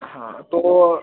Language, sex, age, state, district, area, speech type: Hindi, male, 18-30, Madhya Pradesh, Harda, urban, conversation